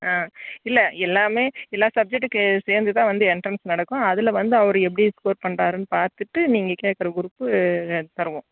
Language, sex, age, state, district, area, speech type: Tamil, female, 30-45, Tamil Nadu, Dharmapuri, rural, conversation